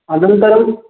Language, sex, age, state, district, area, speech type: Sanskrit, male, 18-30, Maharashtra, Chandrapur, urban, conversation